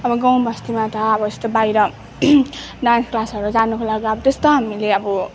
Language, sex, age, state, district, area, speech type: Nepali, female, 18-30, West Bengal, Darjeeling, rural, spontaneous